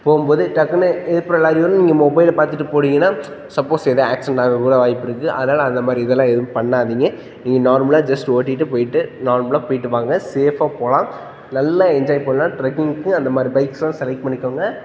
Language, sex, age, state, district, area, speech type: Tamil, male, 18-30, Tamil Nadu, Tiruchirappalli, rural, spontaneous